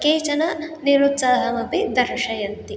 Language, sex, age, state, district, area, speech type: Sanskrit, female, 18-30, Karnataka, Hassan, urban, spontaneous